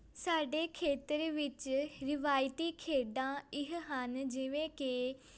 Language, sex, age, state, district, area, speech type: Punjabi, female, 18-30, Punjab, Amritsar, urban, spontaneous